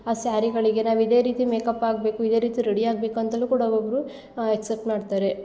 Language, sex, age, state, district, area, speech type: Kannada, female, 18-30, Karnataka, Hassan, rural, spontaneous